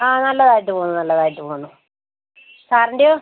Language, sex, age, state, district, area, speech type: Malayalam, female, 45-60, Kerala, Idukki, rural, conversation